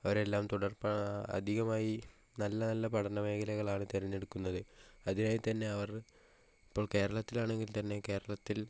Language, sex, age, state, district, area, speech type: Malayalam, male, 18-30, Kerala, Kozhikode, rural, spontaneous